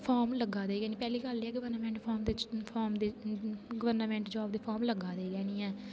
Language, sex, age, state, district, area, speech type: Dogri, female, 18-30, Jammu and Kashmir, Kathua, rural, spontaneous